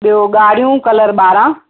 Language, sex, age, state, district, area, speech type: Sindhi, female, 45-60, Maharashtra, Thane, urban, conversation